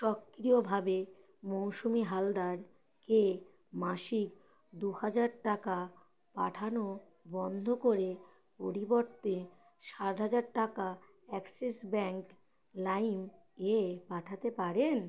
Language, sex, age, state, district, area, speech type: Bengali, female, 30-45, West Bengal, Howrah, urban, read